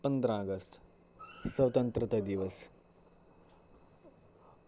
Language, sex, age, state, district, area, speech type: Dogri, male, 18-30, Jammu and Kashmir, Kathua, rural, spontaneous